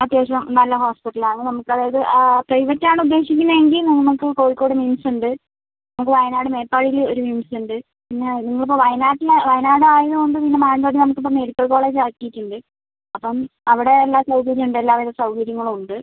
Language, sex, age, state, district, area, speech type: Malayalam, female, 45-60, Kerala, Wayanad, rural, conversation